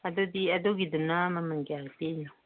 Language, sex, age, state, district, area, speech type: Manipuri, female, 60+, Manipur, Imphal East, rural, conversation